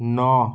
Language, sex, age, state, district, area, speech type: Odia, male, 18-30, Odisha, Puri, urban, read